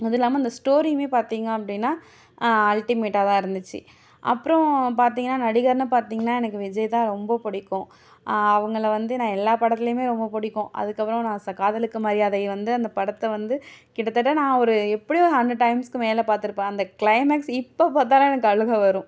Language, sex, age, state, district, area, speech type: Tamil, female, 30-45, Tamil Nadu, Mayiladuthurai, rural, spontaneous